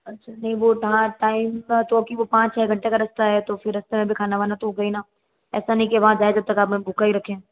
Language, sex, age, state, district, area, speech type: Hindi, female, 30-45, Rajasthan, Jodhpur, urban, conversation